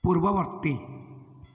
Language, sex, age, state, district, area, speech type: Odia, male, 30-45, Odisha, Puri, urban, read